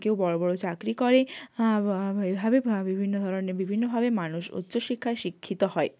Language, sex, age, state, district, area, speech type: Bengali, female, 18-30, West Bengal, Jalpaiguri, rural, spontaneous